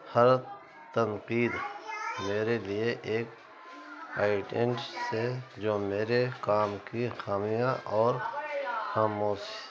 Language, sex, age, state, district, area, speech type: Urdu, male, 60+, Uttar Pradesh, Muzaffarnagar, urban, spontaneous